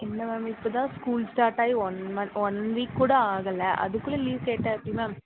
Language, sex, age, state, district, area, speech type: Tamil, female, 18-30, Tamil Nadu, Tirunelveli, rural, conversation